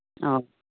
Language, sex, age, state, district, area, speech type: Manipuri, female, 60+, Manipur, Imphal East, rural, conversation